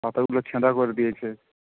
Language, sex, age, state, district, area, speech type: Bengali, male, 18-30, West Bengal, Paschim Medinipur, rural, conversation